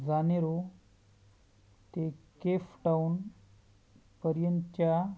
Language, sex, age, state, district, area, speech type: Marathi, male, 30-45, Maharashtra, Hingoli, urban, read